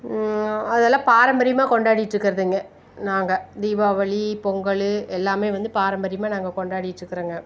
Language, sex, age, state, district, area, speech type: Tamil, female, 45-60, Tamil Nadu, Tiruppur, rural, spontaneous